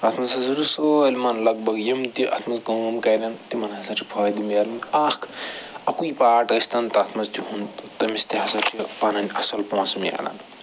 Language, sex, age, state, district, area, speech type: Kashmiri, male, 45-60, Jammu and Kashmir, Srinagar, urban, spontaneous